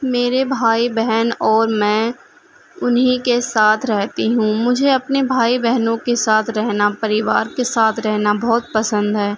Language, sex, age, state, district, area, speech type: Urdu, female, 18-30, Uttar Pradesh, Gautam Buddha Nagar, urban, spontaneous